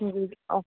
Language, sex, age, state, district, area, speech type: Manipuri, female, 60+, Manipur, Kangpokpi, urban, conversation